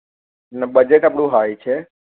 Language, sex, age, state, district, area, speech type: Gujarati, male, 18-30, Gujarat, Anand, urban, conversation